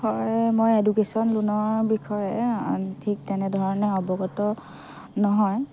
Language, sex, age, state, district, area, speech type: Assamese, female, 45-60, Assam, Dhemaji, rural, spontaneous